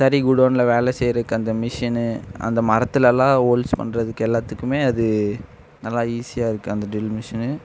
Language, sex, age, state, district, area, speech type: Tamil, male, 18-30, Tamil Nadu, Coimbatore, rural, spontaneous